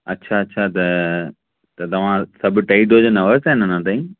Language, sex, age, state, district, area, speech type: Sindhi, male, 30-45, Maharashtra, Thane, urban, conversation